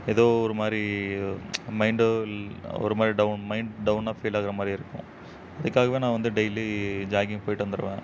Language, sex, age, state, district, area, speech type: Tamil, male, 18-30, Tamil Nadu, Namakkal, rural, spontaneous